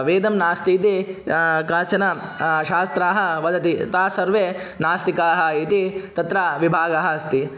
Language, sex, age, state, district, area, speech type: Sanskrit, male, 18-30, Andhra Pradesh, Kadapa, urban, spontaneous